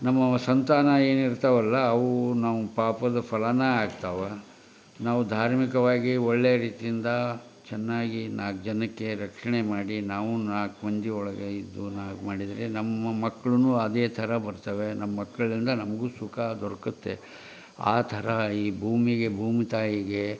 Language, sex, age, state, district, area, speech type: Kannada, male, 60+, Karnataka, Koppal, rural, spontaneous